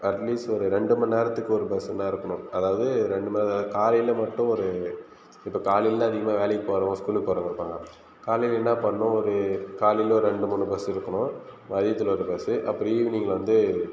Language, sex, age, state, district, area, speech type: Tamil, male, 18-30, Tamil Nadu, Viluppuram, rural, spontaneous